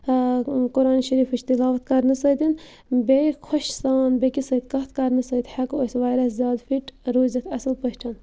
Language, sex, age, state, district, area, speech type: Kashmiri, female, 18-30, Jammu and Kashmir, Bandipora, rural, spontaneous